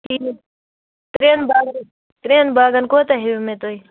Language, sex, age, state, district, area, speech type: Kashmiri, female, 30-45, Jammu and Kashmir, Anantnag, rural, conversation